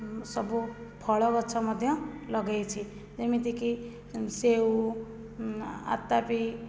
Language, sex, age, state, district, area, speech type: Odia, female, 30-45, Odisha, Jajpur, rural, spontaneous